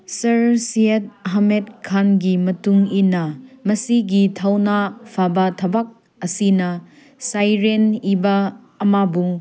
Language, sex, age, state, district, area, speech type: Manipuri, female, 30-45, Manipur, Senapati, urban, read